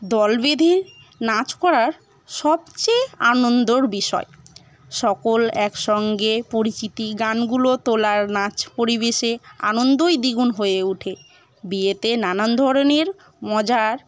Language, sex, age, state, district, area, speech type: Bengali, female, 18-30, West Bengal, Murshidabad, rural, spontaneous